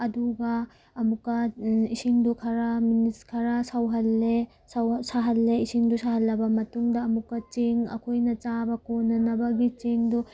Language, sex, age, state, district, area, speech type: Manipuri, female, 30-45, Manipur, Tengnoupal, rural, spontaneous